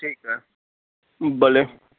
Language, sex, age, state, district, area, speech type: Sindhi, male, 30-45, Gujarat, Kutch, rural, conversation